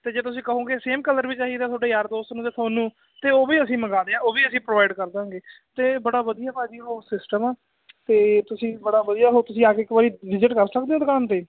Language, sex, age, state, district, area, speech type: Punjabi, male, 18-30, Punjab, Hoshiarpur, rural, conversation